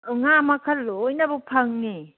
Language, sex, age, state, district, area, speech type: Manipuri, female, 45-60, Manipur, Kangpokpi, urban, conversation